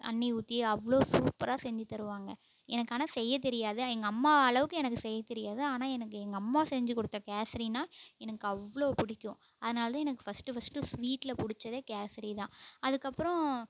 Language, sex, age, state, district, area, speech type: Tamil, female, 18-30, Tamil Nadu, Namakkal, rural, spontaneous